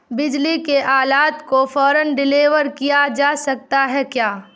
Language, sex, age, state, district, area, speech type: Urdu, female, 18-30, Bihar, Darbhanga, rural, read